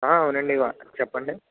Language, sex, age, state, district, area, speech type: Telugu, male, 45-60, Andhra Pradesh, East Godavari, urban, conversation